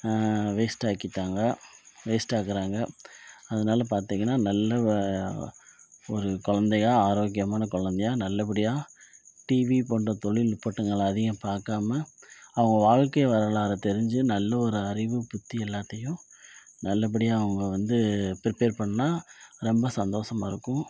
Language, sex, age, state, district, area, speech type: Tamil, male, 30-45, Tamil Nadu, Perambalur, rural, spontaneous